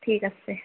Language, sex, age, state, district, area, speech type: Assamese, female, 30-45, Assam, Majuli, urban, conversation